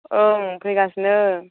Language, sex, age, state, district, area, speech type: Bodo, female, 18-30, Assam, Baksa, rural, conversation